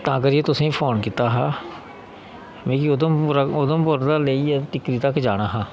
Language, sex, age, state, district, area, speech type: Dogri, male, 30-45, Jammu and Kashmir, Udhampur, rural, spontaneous